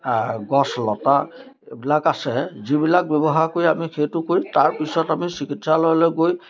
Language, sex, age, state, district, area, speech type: Assamese, male, 60+, Assam, Majuli, urban, spontaneous